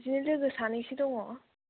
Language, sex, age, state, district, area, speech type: Bodo, female, 18-30, Assam, Kokrajhar, rural, conversation